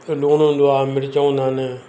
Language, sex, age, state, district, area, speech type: Sindhi, male, 60+, Gujarat, Surat, urban, spontaneous